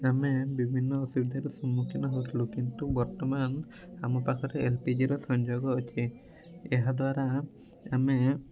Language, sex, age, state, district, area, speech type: Odia, male, 18-30, Odisha, Mayurbhanj, rural, spontaneous